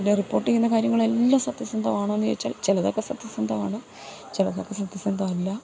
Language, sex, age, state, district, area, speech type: Malayalam, female, 30-45, Kerala, Idukki, rural, spontaneous